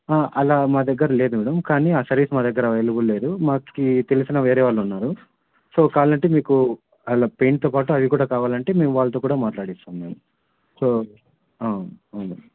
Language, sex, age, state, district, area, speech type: Telugu, male, 18-30, Andhra Pradesh, Anantapur, urban, conversation